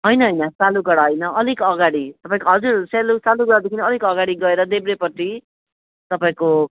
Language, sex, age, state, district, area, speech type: Nepali, female, 60+, West Bengal, Jalpaiguri, urban, conversation